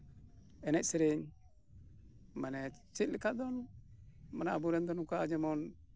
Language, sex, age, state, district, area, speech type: Santali, male, 60+, West Bengal, Birbhum, rural, spontaneous